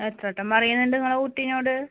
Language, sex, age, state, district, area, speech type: Malayalam, female, 18-30, Kerala, Malappuram, rural, conversation